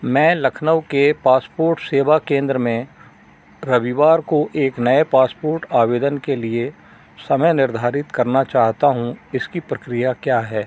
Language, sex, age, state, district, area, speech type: Hindi, male, 60+, Madhya Pradesh, Narsinghpur, rural, read